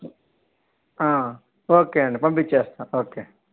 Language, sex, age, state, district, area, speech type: Telugu, male, 60+, Andhra Pradesh, Sri Balaji, urban, conversation